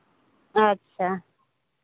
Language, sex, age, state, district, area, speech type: Santali, female, 30-45, Jharkhand, Seraikela Kharsawan, rural, conversation